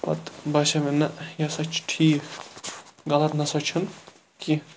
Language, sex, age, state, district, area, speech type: Kashmiri, male, 45-60, Jammu and Kashmir, Bandipora, rural, spontaneous